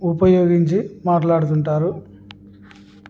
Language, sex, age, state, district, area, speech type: Telugu, male, 18-30, Andhra Pradesh, Kurnool, urban, spontaneous